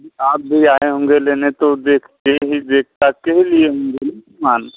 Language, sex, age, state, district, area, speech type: Hindi, male, 30-45, Uttar Pradesh, Mirzapur, rural, conversation